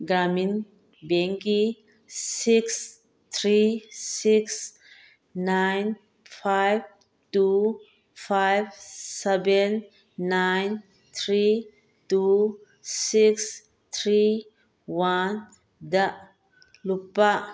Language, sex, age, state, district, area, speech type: Manipuri, female, 45-60, Manipur, Bishnupur, rural, read